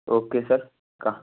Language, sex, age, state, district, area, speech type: Urdu, male, 18-30, Uttar Pradesh, Ghaziabad, urban, conversation